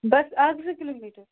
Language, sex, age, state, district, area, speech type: Kashmiri, male, 18-30, Jammu and Kashmir, Kupwara, rural, conversation